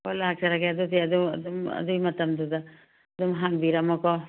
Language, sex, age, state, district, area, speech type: Manipuri, female, 45-60, Manipur, Churachandpur, urban, conversation